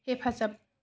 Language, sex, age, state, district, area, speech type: Bodo, female, 30-45, Assam, Chirang, rural, read